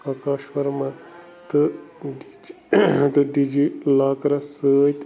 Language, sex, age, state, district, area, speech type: Kashmiri, male, 30-45, Jammu and Kashmir, Bandipora, rural, read